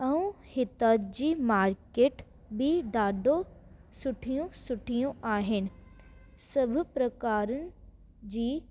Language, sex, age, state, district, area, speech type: Sindhi, female, 18-30, Delhi, South Delhi, urban, spontaneous